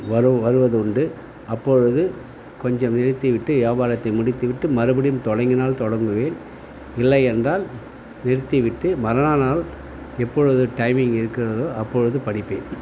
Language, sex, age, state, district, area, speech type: Tamil, male, 45-60, Tamil Nadu, Tiruvannamalai, rural, spontaneous